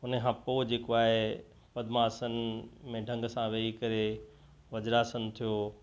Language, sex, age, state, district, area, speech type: Sindhi, male, 60+, Gujarat, Kutch, urban, spontaneous